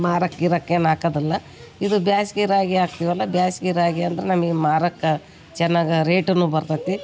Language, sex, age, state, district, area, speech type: Kannada, female, 60+, Karnataka, Vijayanagara, rural, spontaneous